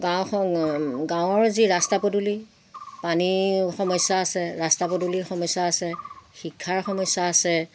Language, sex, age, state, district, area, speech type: Assamese, female, 60+, Assam, Golaghat, rural, spontaneous